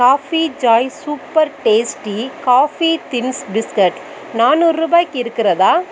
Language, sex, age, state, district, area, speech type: Tamil, female, 30-45, Tamil Nadu, Perambalur, rural, read